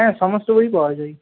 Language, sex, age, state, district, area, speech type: Bengali, male, 18-30, West Bengal, Purba Medinipur, rural, conversation